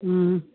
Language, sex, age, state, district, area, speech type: Manipuri, female, 60+, Manipur, Kangpokpi, urban, conversation